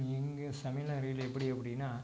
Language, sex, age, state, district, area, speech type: Tamil, male, 45-60, Tamil Nadu, Tiruppur, urban, spontaneous